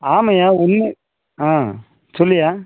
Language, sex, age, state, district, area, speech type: Tamil, male, 30-45, Tamil Nadu, Madurai, rural, conversation